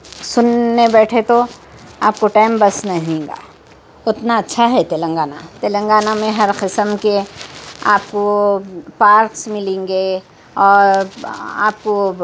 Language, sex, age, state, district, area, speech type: Urdu, female, 60+, Telangana, Hyderabad, urban, spontaneous